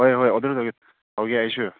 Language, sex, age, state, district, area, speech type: Manipuri, male, 18-30, Manipur, Senapati, rural, conversation